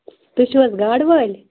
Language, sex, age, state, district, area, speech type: Kashmiri, female, 30-45, Jammu and Kashmir, Bandipora, rural, conversation